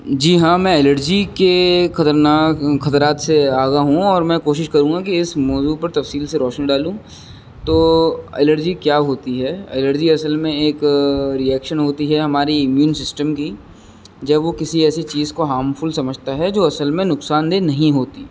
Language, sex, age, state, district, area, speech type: Urdu, male, 18-30, Uttar Pradesh, Rampur, urban, spontaneous